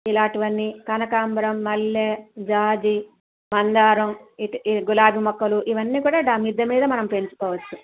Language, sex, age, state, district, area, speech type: Telugu, female, 60+, Andhra Pradesh, Krishna, rural, conversation